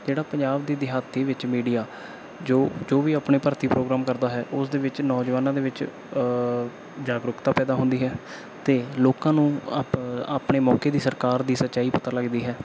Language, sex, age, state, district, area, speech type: Punjabi, male, 18-30, Punjab, Bathinda, urban, spontaneous